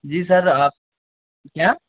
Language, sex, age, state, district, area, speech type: Hindi, male, 30-45, Madhya Pradesh, Gwalior, urban, conversation